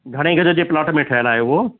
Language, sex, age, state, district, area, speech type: Sindhi, male, 60+, Rajasthan, Ajmer, urban, conversation